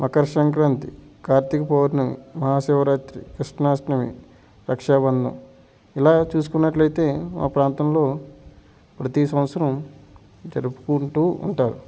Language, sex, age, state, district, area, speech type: Telugu, male, 45-60, Andhra Pradesh, Alluri Sitarama Raju, rural, spontaneous